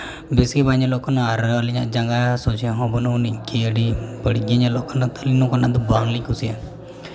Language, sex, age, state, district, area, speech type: Santali, male, 18-30, Jharkhand, East Singhbhum, rural, spontaneous